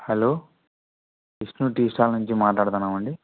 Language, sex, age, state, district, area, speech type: Telugu, male, 18-30, Andhra Pradesh, Anantapur, urban, conversation